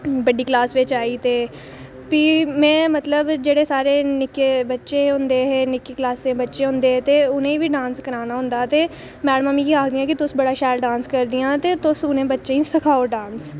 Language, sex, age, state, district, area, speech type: Dogri, female, 18-30, Jammu and Kashmir, Reasi, rural, spontaneous